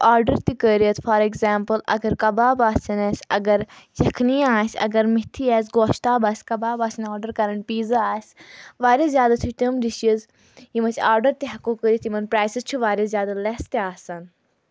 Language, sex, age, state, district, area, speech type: Kashmiri, female, 18-30, Jammu and Kashmir, Anantnag, rural, spontaneous